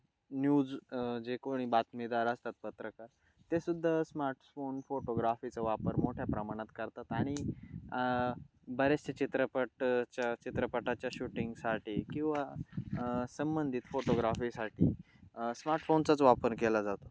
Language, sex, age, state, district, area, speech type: Marathi, male, 18-30, Maharashtra, Nashik, urban, spontaneous